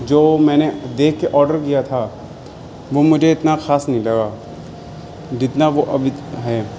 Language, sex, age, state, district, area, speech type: Urdu, male, 18-30, Uttar Pradesh, Shahjahanpur, urban, spontaneous